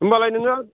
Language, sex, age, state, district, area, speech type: Bodo, male, 45-60, Assam, Chirang, rural, conversation